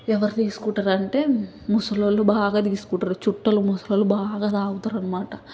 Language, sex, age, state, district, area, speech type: Telugu, female, 18-30, Telangana, Hyderabad, urban, spontaneous